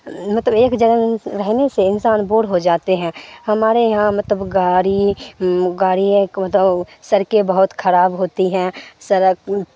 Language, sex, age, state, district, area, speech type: Urdu, female, 18-30, Bihar, Supaul, rural, spontaneous